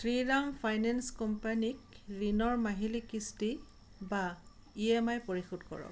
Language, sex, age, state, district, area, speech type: Assamese, female, 45-60, Assam, Tinsukia, urban, read